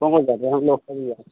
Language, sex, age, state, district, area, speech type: Assamese, male, 18-30, Assam, Darrang, rural, conversation